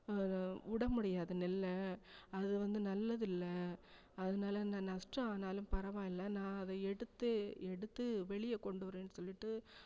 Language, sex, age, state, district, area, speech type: Tamil, female, 45-60, Tamil Nadu, Thanjavur, urban, spontaneous